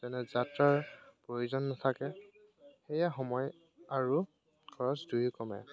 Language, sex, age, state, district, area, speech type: Assamese, male, 18-30, Assam, Dibrugarh, rural, spontaneous